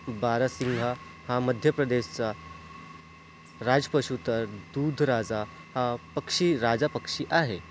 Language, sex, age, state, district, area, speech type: Marathi, male, 18-30, Maharashtra, Nagpur, rural, read